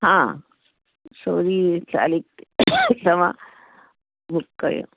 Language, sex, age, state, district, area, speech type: Sindhi, female, 45-60, Delhi, South Delhi, urban, conversation